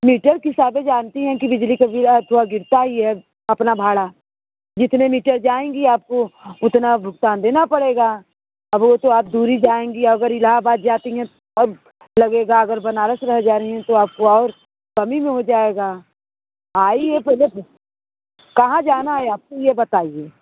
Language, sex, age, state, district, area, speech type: Hindi, female, 30-45, Uttar Pradesh, Mirzapur, rural, conversation